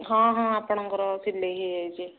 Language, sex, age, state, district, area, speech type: Odia, female, 18-30, Odisha, Nayagarh, rural, conversation